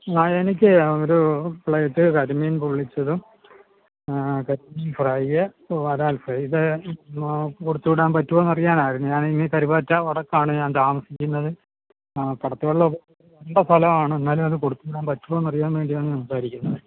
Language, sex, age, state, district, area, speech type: Malayalam, male, 60+, Kerala, Alappuzha, rural, conversation